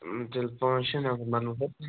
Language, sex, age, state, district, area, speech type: Kashmiri, male, 18-30, Jammu and Kashmir, Kupwara, rural, conversation